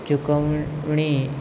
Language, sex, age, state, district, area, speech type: Gujarati, male, 18-30, Gujarat, Kheda, rural, spontaneous